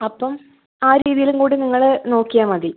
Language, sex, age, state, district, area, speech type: Malayalam, female, 30-45, Kerala, Kannur, rural, conversation